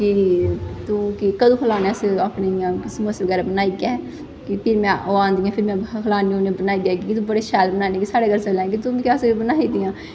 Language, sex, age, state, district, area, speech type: Dogri, female, 18-30, Jammu and Kashmir, Kathua, rural, spontaneous